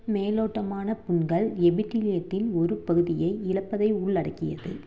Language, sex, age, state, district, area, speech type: Tamil, female, 30-45, Tamil Nadu, Dharmapuri, rural, read